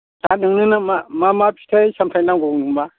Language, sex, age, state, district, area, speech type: Bodo, male, 60+, Assam, Udalguri, rural, conversation